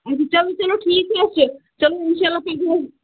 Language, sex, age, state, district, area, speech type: Kashmiri, female, 30-45, Jammu and Kashmir, Pulwama, rural, conversation